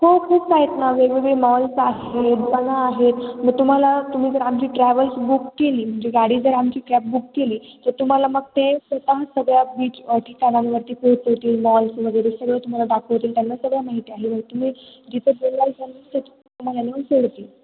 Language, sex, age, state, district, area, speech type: Marathi, female, 18-30, Maharashtra, Ahmednagar, rural, conversation